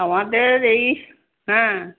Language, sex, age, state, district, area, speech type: Bengali, female, 60+, West Bengal, Darjeeling, urban, conversation